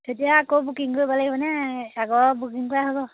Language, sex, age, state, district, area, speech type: Assamese, female, 18-30, Assam, Majuli, urban, conversation